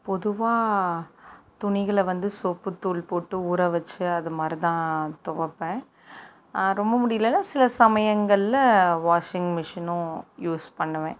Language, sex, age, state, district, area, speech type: Tamil, female, 30-45, Tamil Nadu, Sivaganga, rural, spontaneous